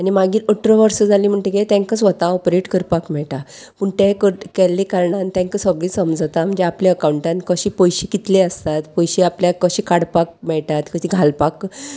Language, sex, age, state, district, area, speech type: Goan Konkani, female, 45-60, Goa, Salcete, urban, spontaneous